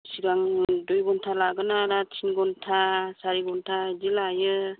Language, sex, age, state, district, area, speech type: Bodo, female, 45-60, Assam, Chirang, rural, conversation